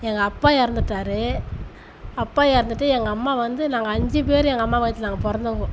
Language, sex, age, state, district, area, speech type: Tamil, female, 30-45, Tamil Nadu, Tiruvannamalai, rural, spontaneous